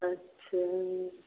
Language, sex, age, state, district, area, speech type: Hindi, female, 60+, Uttar Pradesh, Varanasi, rural, conversation